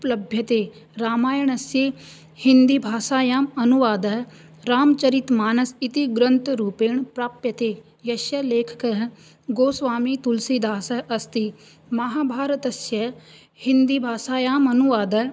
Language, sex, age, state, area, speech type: Sanskrit, female, 18-30, Rajasthan, rural, spontaneous